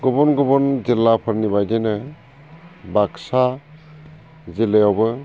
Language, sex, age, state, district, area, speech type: Bodo, male, 45-60, Assam, Baksa, urban, spontaneous